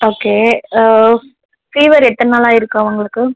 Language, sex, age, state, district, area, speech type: Tamil, female, 18-30, Tamil Nadu, Tenkasi, rural, conversation